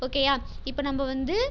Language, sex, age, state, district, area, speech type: Tamil, female, 18-30, Tamil Nadu, Tiruchirappalli, rural, spontaneous